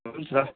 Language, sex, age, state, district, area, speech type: Nepali, male, 18-30, West Bengal, Darjeeling, rural, conversation